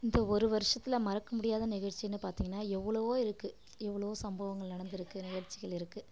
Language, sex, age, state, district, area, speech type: Tamil, female, 30-45, Tamil Nadu, Kallakurichi, rural, spontaneous